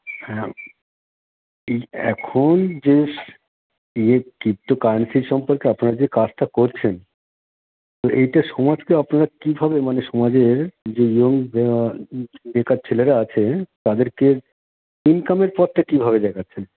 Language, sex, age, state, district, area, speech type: Bengali, male, 30-45, West Bengal, Cooch Behar, urban, conversation